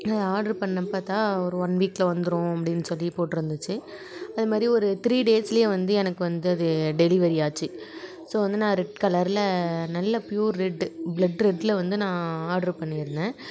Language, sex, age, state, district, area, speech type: Tamil, female, 30-45, Tamil Nadu, Nagapattinam, rural, spontaneous